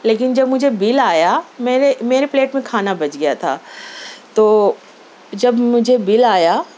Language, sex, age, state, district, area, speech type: Urdu, female, 45-60, Maharashtra, Nashik, urban, spontaneous